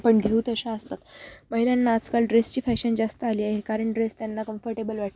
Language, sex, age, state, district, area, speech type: Marathi, female, 18-30, Maharashtra, Ahmednagar, rural, spontaneous